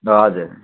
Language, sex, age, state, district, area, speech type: Nepali, male, 18-30, West Bengal, Kalimpong, rural, conversation